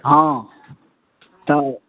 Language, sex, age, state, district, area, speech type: Maithili, male, 60+, Bihar, Madhepura, rural, conversation